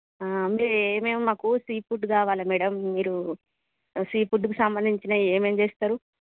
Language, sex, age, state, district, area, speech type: Telugu, female, 30-45, Telangana, Jagtial, urban, conversation